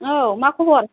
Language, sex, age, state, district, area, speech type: Bodo, female, 18-30, Assam, Kokrajhar, rural, conversation